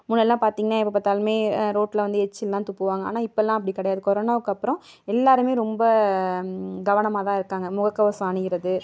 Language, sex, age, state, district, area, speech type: Tamil, female, 30-45, Tamil Nadu, Tiruvarur, rural, spontaneous